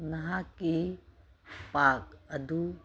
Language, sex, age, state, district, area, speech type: Manipuri, female, 45-60, Manipur, Kangpokpi, urban, read